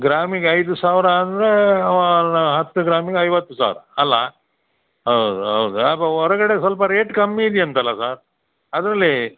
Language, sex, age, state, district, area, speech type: Kannada, male, 60+, Karnataka, Dakshina Kannada, rural, conversation